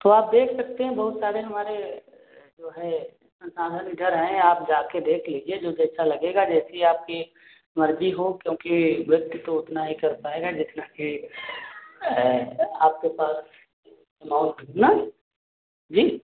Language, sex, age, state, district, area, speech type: Hindi, male, 45-60, Uttar Pradesh, Sitapur, rural, conversation